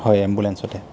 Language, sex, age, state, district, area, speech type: Assamese, male, 30-45, Assam, Jorhat, urban, spontaneous